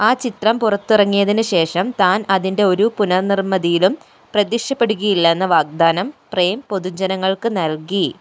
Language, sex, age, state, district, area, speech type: Malayalam, female, 30-45, Kerala, Kozhikode, urban, read